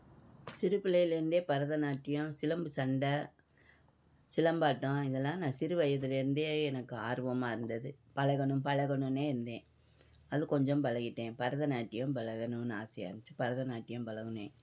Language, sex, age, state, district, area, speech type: Tamil, female, 60+, Tamil Nadu, Madurai, urban, spontaneous